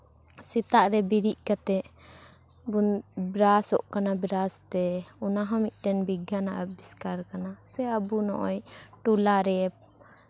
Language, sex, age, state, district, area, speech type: Santali, female, 18-30, West Bengal, Purba Bardhaman, rural, spontaneous